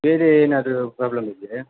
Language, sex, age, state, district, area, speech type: Kannada, male, 18-30, Karnataka, Shimoga, rural, conversation